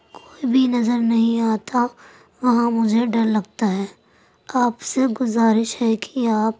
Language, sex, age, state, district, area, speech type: Urdu, female, 45-60, Uttar Pradesh, Gautam Buddha Nagar, rural, spontaneous